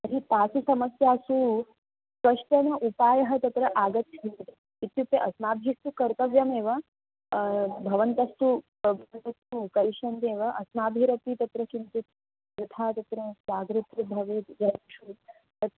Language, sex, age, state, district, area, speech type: Sanskrit, female, 18-30, Maharashtra, Wardha, urban, conversation